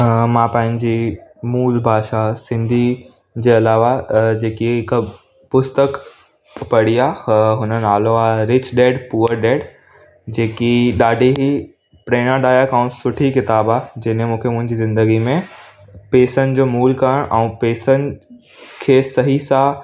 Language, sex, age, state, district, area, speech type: Sindhi, male, 18-30, Gujarat, Surat, urban, spontaneous